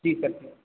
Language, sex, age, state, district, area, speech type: Hindi, male, 30-45, Madhya Pradesh, Hoshangabad, rural, conversation